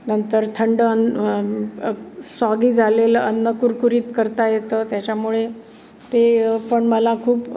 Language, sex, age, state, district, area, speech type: Marathi, female, 60+, Maharashtra, Pune, urban, spontaneous